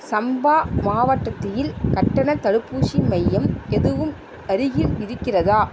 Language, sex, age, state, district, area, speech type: Tamil, female, 45-60, Tamil Nadu, Dharmapuri, rural, read